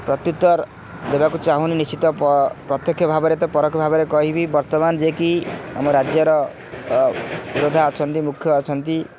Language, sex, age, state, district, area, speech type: Odia, male, 30-45, Odisha, Kendrapara, urban, spontaneous